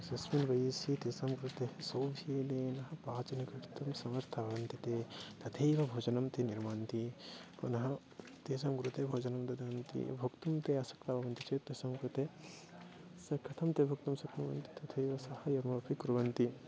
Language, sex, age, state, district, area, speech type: Sanskrit, male, 18-30, Odisha, Bhadrak, rural, spontaneous